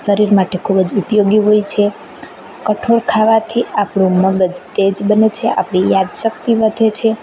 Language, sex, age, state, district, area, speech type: Gujarati, female, 18-30, Gujarat, Rajkot, rural, spontaneous